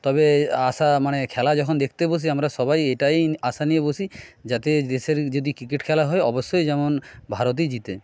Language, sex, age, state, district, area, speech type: Bengali, male, 30-45, West Bengal, Jhargram, rural, spontaneous